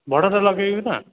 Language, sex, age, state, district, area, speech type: Odia, male, 30-45, Odisha, Dhenkanal, rural, conversation